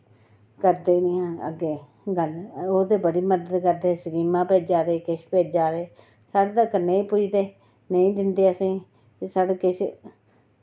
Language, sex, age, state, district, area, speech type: Dogri, female, 30-45, Jammu and Kashmir, Reasi, rural, spontaneous